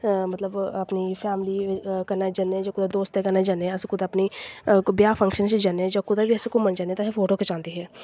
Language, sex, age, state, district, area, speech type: Dogri, female, 18-30, Jammu and Kashmir, Samba, rural, spontaneous